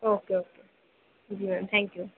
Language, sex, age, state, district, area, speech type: Hindi, female, 30-45, Madhya Pradesh, Harda, urban, conversation